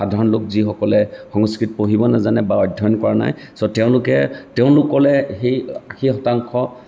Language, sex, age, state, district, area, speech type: Assamese, male, 45-60, Assam, Lakhimpur, rural, spontaneous